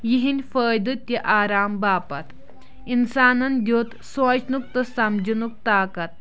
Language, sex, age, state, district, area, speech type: Kashmiri, female, 30-45, Jammu and Kashmir, Kulgam, rural, spontaneous